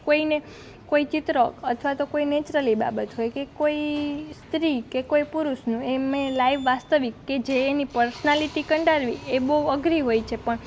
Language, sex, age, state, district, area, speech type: Gujarati, female, 18-30, Gujarat, Rajkot, rural, spontaneous